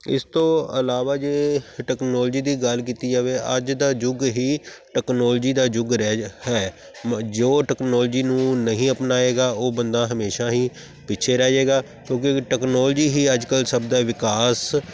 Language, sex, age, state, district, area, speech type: Punjabi, male, 30-45, Punjab, Tarn Taran, urban, spontaneous